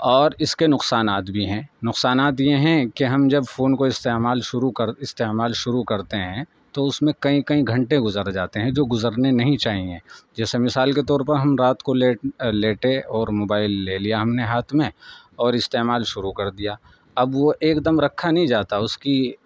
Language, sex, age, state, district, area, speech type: Urdu, male, 30-45, Uttar Pradesh, Saharanpur, urban, spontaneous